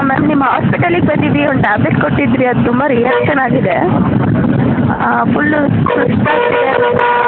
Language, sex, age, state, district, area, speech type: Kannada, female, 30-45, Karnataka, Hassan, urban, conversation